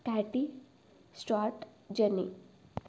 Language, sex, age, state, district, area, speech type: Telugu, female, 18-30, Telangana, Jangaon, urban, spontaneous